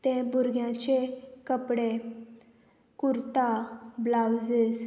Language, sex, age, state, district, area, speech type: Goan Konkani, female, 18-30, Goa, Murmgao, rural, spontaneous